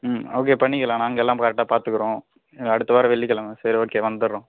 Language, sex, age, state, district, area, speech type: Tamil, male, 18-30, Tamil Nadu, Kallakurichi, rural, conversation